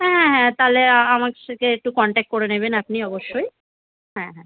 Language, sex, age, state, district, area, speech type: Bengali, female, 30-45, West Bengal, Howrah, urban, conversation